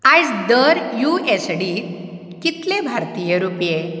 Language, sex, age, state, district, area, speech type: Goan Konkani, female, 45-60, Goa, Ponda, rural, read